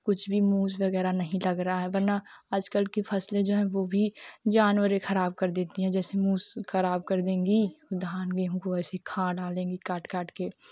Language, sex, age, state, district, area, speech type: Hindi, female, 18-30, Uttar Pradesh, Jaunpur, rural, spontaneous